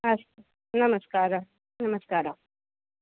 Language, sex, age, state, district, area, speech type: Sanskrit, female, 18-30, Delhi, North East Delhi, urban, conversation